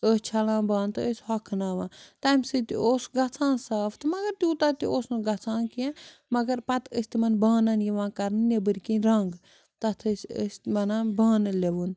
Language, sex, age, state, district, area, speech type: Kashmiri, female, 45-60, Jammu and Kashmir, Srinagar, urban, spontaneous